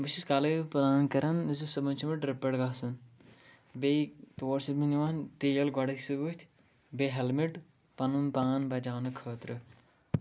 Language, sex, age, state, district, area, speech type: Kashmiri, male, 18-30, Jammu and Kashmir, Pulwama, urban, spontaneous